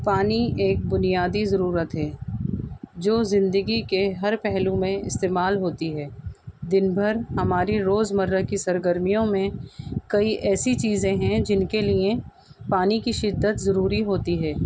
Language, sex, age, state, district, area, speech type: Urdu, female, 45-60, Delhi, North East Delhi, urban, spontaneous